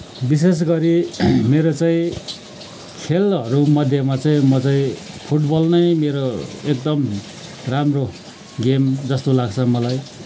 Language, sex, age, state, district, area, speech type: Nepali, male, 45-60, West Bengal, Kalimpong, rural, spontaneous